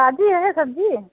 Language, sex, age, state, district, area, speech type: Hindi, female, 45-60, Uttar Pradesh, Prayagraj, rural, conversation